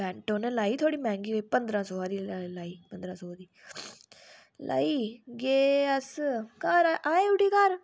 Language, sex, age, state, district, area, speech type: Dogri, female, 45-60, Jammu and Kashmir, Udhampur, rural, spontaneous